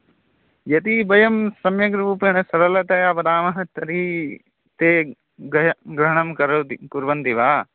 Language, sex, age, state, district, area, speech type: Sanskrit, male, 18-30, Odisha, Balangir, rural, conversation